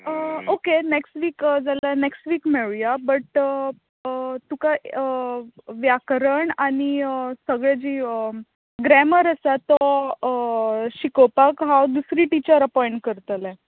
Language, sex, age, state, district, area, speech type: Goan Konkani, female, 18-30, Goa, Tiswadi, rural, conversation